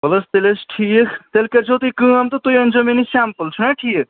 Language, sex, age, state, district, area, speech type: Kashmiri, male, 45-60, Jammu and Kashmir, Srinagar, urban, conversation